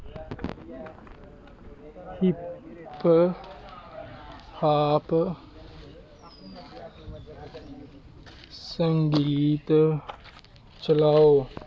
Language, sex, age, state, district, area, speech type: Dogri, male, 18-30, Jammu and Kashmir, Kathua, rural, read